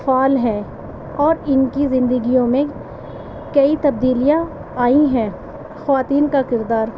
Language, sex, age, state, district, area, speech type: Urdu, female, 45-60, Delhi, East Delhi, urban, spontaneous